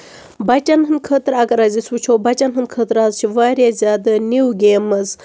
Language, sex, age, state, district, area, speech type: Kashmiri, female, 30-45, Jammu and Kashmir, Baramulla, rural, spontaneous